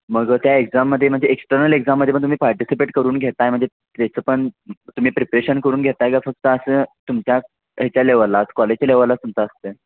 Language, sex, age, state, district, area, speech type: Marathi, male, 18-30, Maharashtra, Kolhapur, urban, conversation